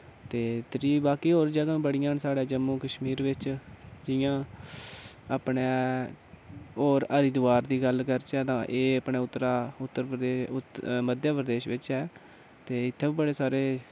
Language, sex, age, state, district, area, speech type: Dogri, male, 18-30, Jammu and Kashmir, Udhampur, rural, spontaneous